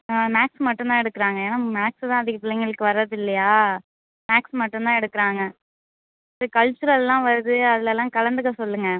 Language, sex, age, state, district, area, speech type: Tamil, female, 30-45, Tamil Nadu, Thanjavur, urban, conversation